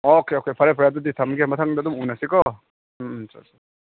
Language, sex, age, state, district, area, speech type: Manipuri, male, 45-60, Manipur, Ukhrul, rural, conversation